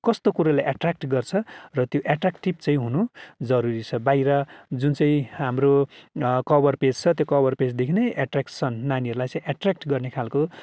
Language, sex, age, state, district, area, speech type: Nepali, male, 45-60, West Bengal, Kalimpong, rural, spontaneous